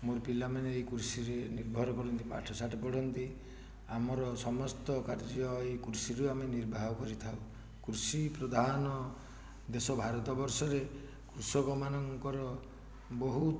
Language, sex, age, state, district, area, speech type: Odia, male, 60+, Odisha, Jajpur, rural, spontaneous